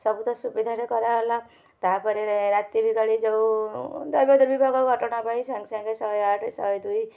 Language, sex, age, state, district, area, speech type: Odia, female, 45-60, Odisha, Kendujhar, urban, spontaneous